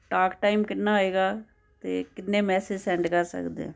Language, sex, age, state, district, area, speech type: Punjabi, female, 60+, Punjab, Fazilka, rural, spontaneous